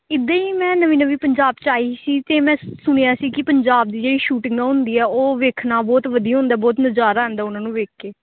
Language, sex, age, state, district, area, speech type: Punjabi, female, 18-30, Punjab, Gurdaspur, rural, conversation